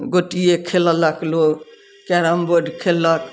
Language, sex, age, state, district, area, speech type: Maithili, female, 60+, Bihar, Samastipur, rural, spontaneous